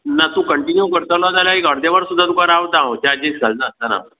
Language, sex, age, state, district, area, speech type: Goan Konkani, male, 60+, Goa, Bardez, rural, conversation